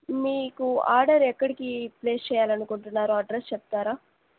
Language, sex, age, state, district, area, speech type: Telugu, female, 18-30, Andhra Pradesh, Nellore, rural, conversation